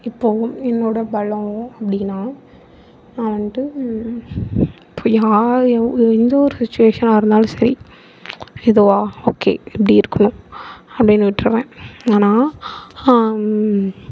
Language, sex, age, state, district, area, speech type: Tamil, female, 18-30, Tamil Nadu, Tiruvarur, urban, spontaneous